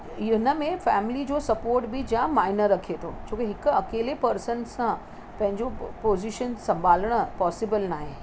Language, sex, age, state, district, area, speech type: Sindhi, female, 45-60, Maharashtra, Mumbai Suburban, urban, spontaneous